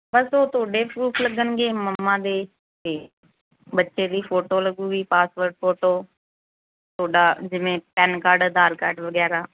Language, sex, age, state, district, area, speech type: Punjabi, female, 30-45, Punjab, Mansa, urban, conversation